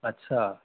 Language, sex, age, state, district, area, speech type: Urdu, male, 60+, Delhi, Central Delhi, urban, conversation